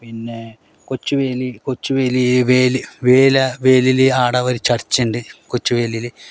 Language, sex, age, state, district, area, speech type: Malayalam, male, 45-60, Kerala, Kasaragod, rural, spontaneous